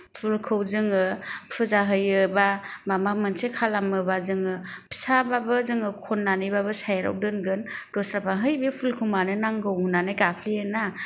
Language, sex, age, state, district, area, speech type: Bodo, female, 45-60, Assam, Kokrajhar, rural, spontaneous